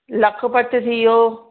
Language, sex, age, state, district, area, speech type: Sindhi, female, 45-60, Gujarat, Kutch, rural, conversation